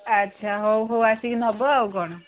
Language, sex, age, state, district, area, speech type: Odia, female, 60+, Odisha, Gajapati, rural, conversation